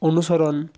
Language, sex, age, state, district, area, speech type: Bengali, male, 18-30, West Bengal, North 24 Parganas, rural, read